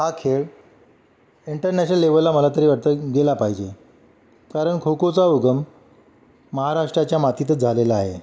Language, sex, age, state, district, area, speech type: Marathi, male, 45-60, Maharashtra, Mumbai City, urban, spontaneous